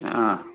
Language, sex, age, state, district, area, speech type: Sanskrit, male, 60+, Karnataka, Dakshina Kannada, rural, conversation